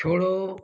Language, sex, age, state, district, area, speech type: Hindi, male, 60+, Uttar Pradesh, Mau, rural, read